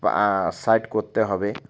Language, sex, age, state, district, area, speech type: Bengali, male, 30-45, West Bengal, Alipurduar, rural, spontaneous